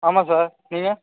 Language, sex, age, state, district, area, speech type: Tamil, male, 18-30, Tamil Nadu, Nagapattinam, rural, conversation